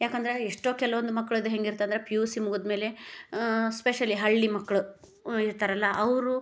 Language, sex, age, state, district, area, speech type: Kannada, female, 30-45, Karnataka, Gadag, rural, spontaneous